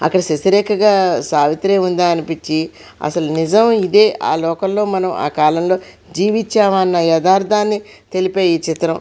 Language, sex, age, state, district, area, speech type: Telugu, female, 45-60, Andhra Pradesh, Krishna, rural, spontaneous